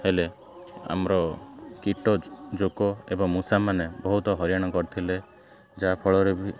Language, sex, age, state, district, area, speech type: Odia, male, 18-30, Odisha, Ganjam, urban, spontaneous